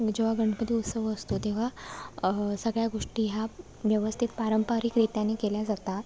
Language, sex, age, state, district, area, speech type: Marathi, female, 18-30, Maharashtra, Sindhudurg, rural, spontaneous